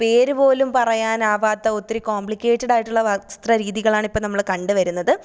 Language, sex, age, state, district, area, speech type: Malayalam, female, 18-30, Kerala, Thiruvananthapuram, rural, spontaneous